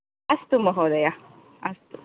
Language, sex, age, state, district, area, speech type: Sanskrit, female, 30-45, Karnataka, Bangalore Urban, urban, conversation